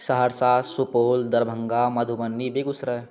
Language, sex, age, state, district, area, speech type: Maithili, male, 18-30, Bihar, Saharsa, rural, spontaneous